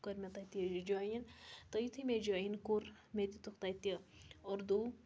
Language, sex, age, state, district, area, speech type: Kashmiri, female, 30-45, Jammu and Kashmir, Budgam, rural, spontaneous